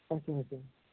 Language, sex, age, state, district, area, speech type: Kashmiri, male, 18-30, Jammu and Kashmir, Srinagar, urban, conversation